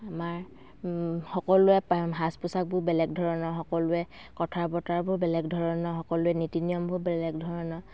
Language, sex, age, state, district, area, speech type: Assamese, female, 45-60, Assam, Dhemaji, rural, spontaneous